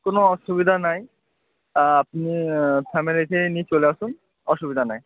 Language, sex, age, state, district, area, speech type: Bengali, male, 18-30, West Bengal, Murshidabad, urban, conversation